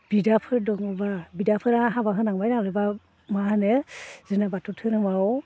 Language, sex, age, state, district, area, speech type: Bodo, female, 30-45, Assam, Baksa, rural, spontaneous